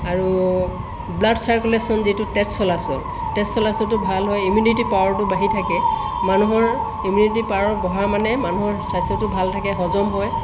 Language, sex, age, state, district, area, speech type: Assamese, female, 60+, Assam, Tinsukia, rural, spontaneous